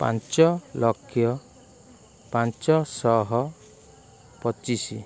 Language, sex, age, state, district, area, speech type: Odia, male, 18-30, Odisha, Kendrapara, urban, spontaneous